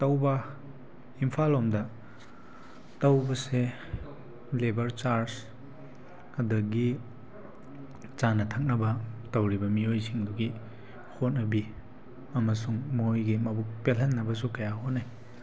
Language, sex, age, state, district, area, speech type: Manipuri, male, 18-30, Manipur, Tengnoupal, rural, spontaneous